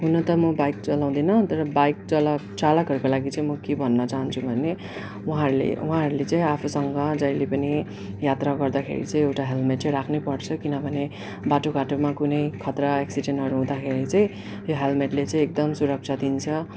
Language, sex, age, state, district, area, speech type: Nepali, male, 18-30, West Bengal, Darjeeling, rural, spontaneous